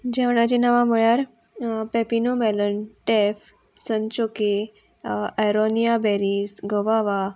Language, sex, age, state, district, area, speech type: Goan Konkani, female, 18-30, Goa, Murmgao, urban, spontaneous